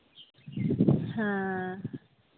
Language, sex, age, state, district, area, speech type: Santali, female, 18-30, West Bengal, Malda, rural, conversation